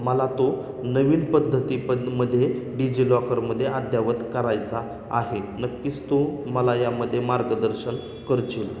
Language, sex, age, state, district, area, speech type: Marathi, male, 18-30, Maharashtra, Osmanabad, rural, spontaneous